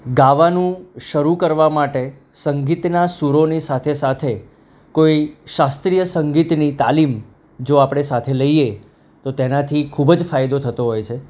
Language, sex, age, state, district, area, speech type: Gujarati, male, 30-45, Gujarat, Anand, urban, spontaneous